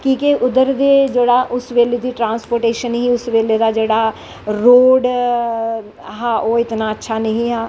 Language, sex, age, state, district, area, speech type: Dogri, female, 45-60, Jammu and Kashmir, Jammu, rural, spontaneous